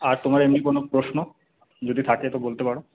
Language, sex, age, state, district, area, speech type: Bengali, male, 30-45, West Bengal, Paschim Bardhaman, urban, conversation